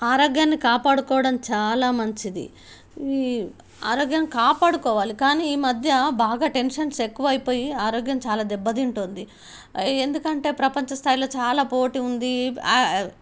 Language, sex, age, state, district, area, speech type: Telugu, female, 45-60, Telangana, Nizamabad, rural, spontaneous